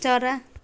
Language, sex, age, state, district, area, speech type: Nepali, female, 30-45, West Bengal, Jalpaiguri, rural, read